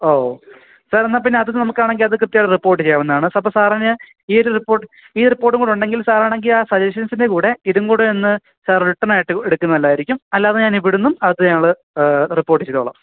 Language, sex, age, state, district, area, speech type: Malayalam, male, 18-30, Kerala, Idukki, rural, conversation